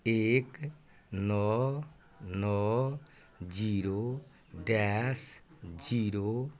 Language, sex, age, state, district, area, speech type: Maithili, male, 60+, Bihar, Madhubani, rural, read